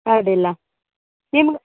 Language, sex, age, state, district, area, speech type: Kannada, female, 18-30, Karnataka, Uttara Kannada, rural, conversation